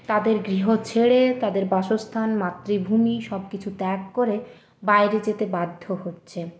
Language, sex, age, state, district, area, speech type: Bengali, female, 18-30, West Bengal, Purulia, urban, spontaneous